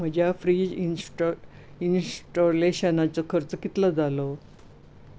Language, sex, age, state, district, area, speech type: Goan Konkani, female, 60+, Goa, Bardez, urban, read